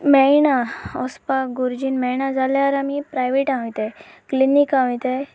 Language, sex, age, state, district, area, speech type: Goan Konkani, female, 18-30, Goa, Sanguem, rural, spontaneous